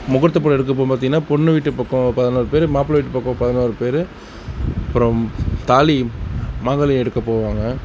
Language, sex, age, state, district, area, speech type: Tamil, male, 60+, Tamil Nadu, Mayiladuthurai, rural, spontaneous